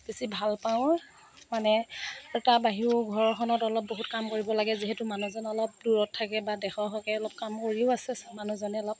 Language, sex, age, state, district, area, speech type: Assamese, female, 30-45, Assam, Morigaon, rural, spontaneous